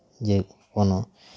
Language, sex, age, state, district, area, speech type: Santali, male, 30-45, West Bengal, Jhargram, rural, spontaneous